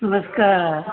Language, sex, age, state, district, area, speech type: Marathi, male, 60+, Maharashtra, Pune, urban, conversation